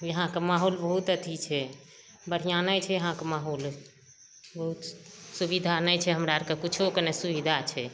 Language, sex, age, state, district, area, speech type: Maithili, female, 60+, Bihar, Madhepura, urban, spontaneous